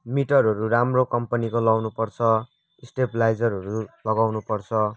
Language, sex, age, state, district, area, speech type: Nepali, male, 18-30, West Bengal, Kalimpong, rural, spontaneous